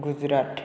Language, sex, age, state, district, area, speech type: Bodo, male, 18-30, Assam, Chirang, rural, spontaneous